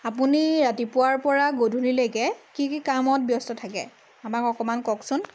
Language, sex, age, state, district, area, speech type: Assamese, male, 30-45, Assam, Lakhimpur, rural, spontaneous